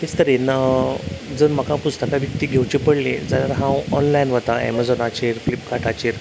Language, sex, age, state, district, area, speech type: Goan Konkani, male, 30-45, Goa, Salcete, rural, spontaneous